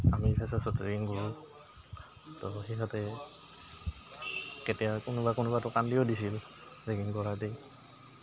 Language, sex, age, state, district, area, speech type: Assamese, male, 30-45, Assam, Goalpara, urban, spontaneous